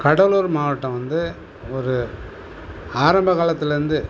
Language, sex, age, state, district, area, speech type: Tamil, male, 60+, Tamil Nadu, Cuddalore, urban, spontaneous